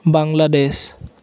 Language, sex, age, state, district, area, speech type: Assamese, male, 30-45, Assam, Biswanath, rural, spontaneous